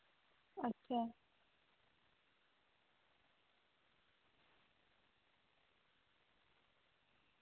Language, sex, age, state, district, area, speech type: Santali, female, 18-30, West Bengal, Bankura, rural, conversation